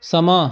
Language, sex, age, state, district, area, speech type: Punjabi, male, 18-30, Punjab, Pathankot, rural, read